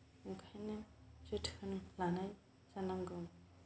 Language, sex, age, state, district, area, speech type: Bodo, female, 45-60, Assam, Kokrajhar, rural, spontaneous